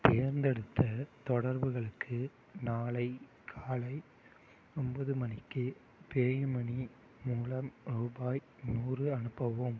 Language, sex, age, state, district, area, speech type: Tamil, male, 18-30, Tamil Nadu, Mayiladuthurai, urban, read